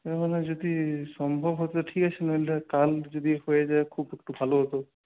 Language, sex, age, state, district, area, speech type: Bengali, male, 18-30, West Bengal, Purulia, urban, conversation